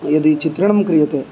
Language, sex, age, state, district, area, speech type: Sanskrit, male, 18-30, Karnataka, Udupi, urban, spontaneous